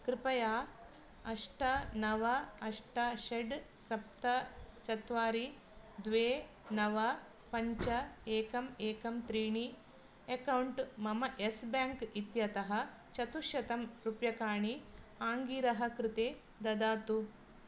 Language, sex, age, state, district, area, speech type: Sanskrit, female, 45-60, Karnataka, Dakshina Kannada, rural, read